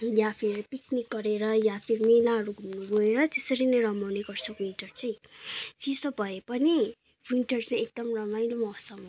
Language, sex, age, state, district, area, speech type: Nepali, female, 18-30, West Bengal, Kalimpong, rural, spontaneous